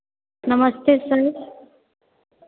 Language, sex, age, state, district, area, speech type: Hindi, female, 18-30, Bihar, Begusarai, rural, conversation